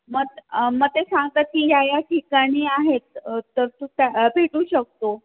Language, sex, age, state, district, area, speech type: Marathi, female, 30-45, Maharashtra, Pune, urban, conversation